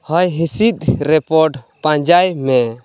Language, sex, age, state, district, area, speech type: Santali, male, 18-30, West Bengal, Purulia, rural, read